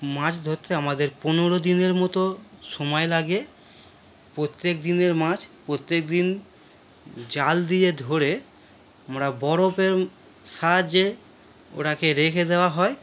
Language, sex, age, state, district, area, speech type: Bengali, male, 30-45, West Bengal, Howrah, urban, spontaneous